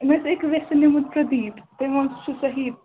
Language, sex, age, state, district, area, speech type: Kashmiri, female, 18-30, Jammu and Kashmir, Srinagar, urban, conversation